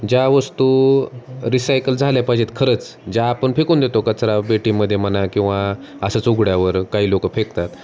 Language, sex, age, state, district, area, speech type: Marathi, male, 30-45, Maharashtra, Osmanabad, rural, spontaneous